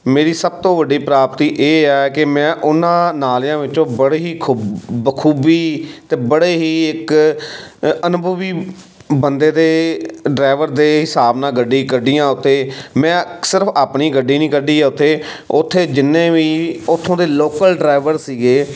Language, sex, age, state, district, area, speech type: Punjabi, male, 30-45, Punjab, Amritsar, urban, spontaneous